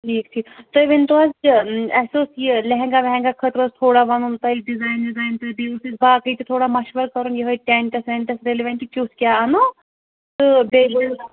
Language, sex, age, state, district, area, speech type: Kashmiri, female, 30-45, Jammu and Kashmir, Shopian, urban, conversation